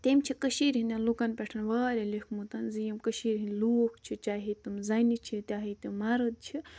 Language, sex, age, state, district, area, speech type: Kashmiri, female, 18-30, Jammu and Kashmir, Budgam, rural, spontaneous